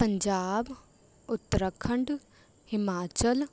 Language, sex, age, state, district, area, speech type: Punjabi, female, 18-30, Punjab, Rupnagar, urban, spontaneous